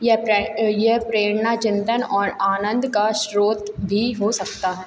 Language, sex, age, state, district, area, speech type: Hindi, female, 18-30, Madhya Pradesh, Hoshangabad, rural, spontaneous